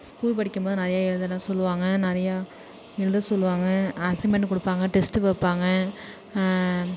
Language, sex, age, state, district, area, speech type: Tamil, female, 18-30, Tamil Nadu, Thanjavur, urban, spontaneous